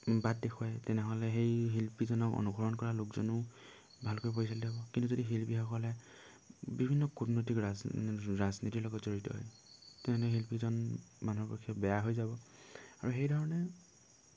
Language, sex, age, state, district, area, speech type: Assamese, male, 18-30, Assam, Dhemaji, rural, spontaneous